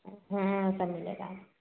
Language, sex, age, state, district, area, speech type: Hindi, female, 30-45, Uttar Pradesh, Varanasi, urban, conversation